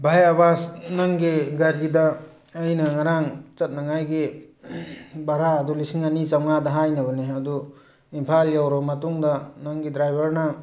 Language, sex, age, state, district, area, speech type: Manipuri, male, 45-60, Manipur, Tengnoupal, urban, spontaneous